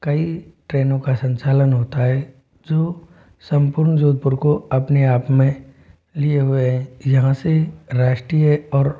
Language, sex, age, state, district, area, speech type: Hindi, male, 45-60, Rajasthan, Jodhpur, urban, spontaneous